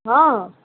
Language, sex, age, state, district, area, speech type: Maithili, male, 18-30, Bihar, Muzaffarpur, urban, conversation